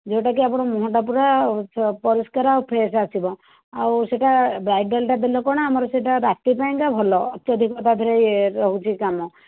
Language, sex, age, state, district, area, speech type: Odia, female, 60+, Odisha, Jajpur, rural, conversation